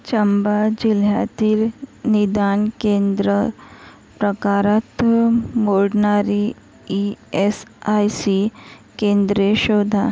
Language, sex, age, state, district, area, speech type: Marathi, female, 45-60, Maharashtra, Nagpur, rural, read